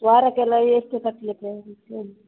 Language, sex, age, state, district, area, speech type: Kannada, female, 30-45, Karnataka, Udupi, rural, conversation